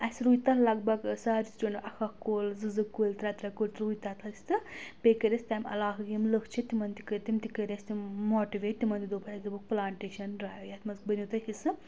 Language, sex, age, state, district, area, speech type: Kashmiri, female, 30-45, Jammu and Kashmir, Anantnag, rural, spontaneous